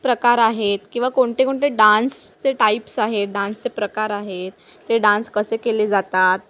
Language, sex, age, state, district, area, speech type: Marathi, female, 18-30, Maharashtra, Palghar, rural, spontaneous